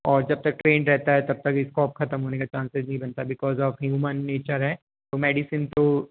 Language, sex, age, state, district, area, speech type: Hindi, male, 18-30, Rajasthan, Jodhpur, urban, conversation